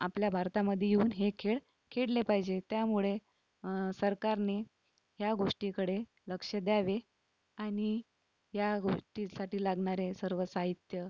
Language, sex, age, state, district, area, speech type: Marathi, female, 30-45, Maharashtra, Akola, urban, spontaneous